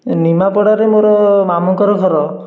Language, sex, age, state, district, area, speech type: Odia, male, 30-45, Odisha, Puri, urban, spontaneous